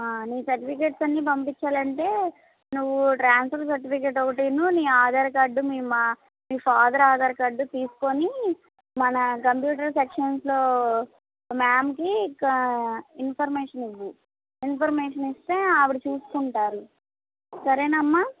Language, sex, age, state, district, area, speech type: Telugu, female, 30-45, Andhra Pradesh, Palnadu, urban, conversation